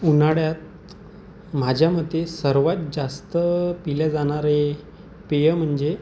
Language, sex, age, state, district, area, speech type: Marathi, male, 18-30, Maharashtra, Amravati, urban, spontaneous